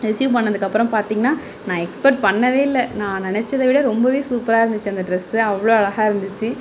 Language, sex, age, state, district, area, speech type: Tamil, female, 30-45, Tamil Nadu, Tiruvarur, urban, spontaneous